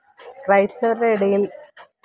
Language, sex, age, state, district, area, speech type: Malayalam, female, 45-60, Kerala, Pathanamthitta, rural, spontaneous